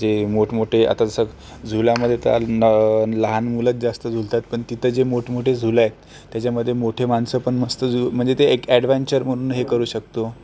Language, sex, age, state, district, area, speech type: Marathi, male, 18-30, Maharashtra, Akola, rural, spontaneous